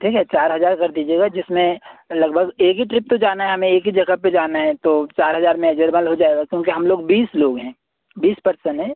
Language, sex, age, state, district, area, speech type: Hindi, male, 18-30, Madhya Pradesh, Seoni, urban, conversation